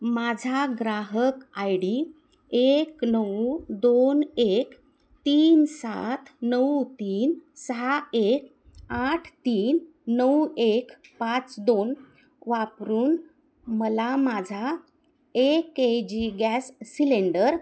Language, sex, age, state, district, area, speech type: Marathi, female, 60+, Maharashtra, Osmanabad, rural, read